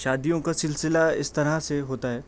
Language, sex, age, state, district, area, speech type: Urdu, male, 18-30, Delhi, Central Delhi, urban, spontaneous